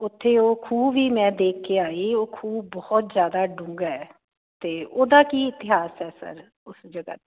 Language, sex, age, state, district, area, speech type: Punjabi, female, 45-60, Punjab, Jalandhar, urban, conversation